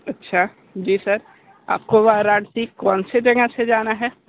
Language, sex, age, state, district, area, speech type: Hindi, male, 18-30, Uttar Pradesh, Sonbhadra, rural, conversation